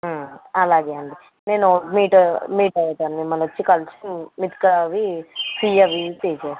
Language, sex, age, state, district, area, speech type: Telugu, female, 18-30, Telangana, Medchal, urban, conversation